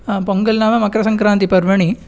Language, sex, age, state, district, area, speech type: Sanskrit, male, 18-30, Tamil Nadu, Chennai, urban, spontaneous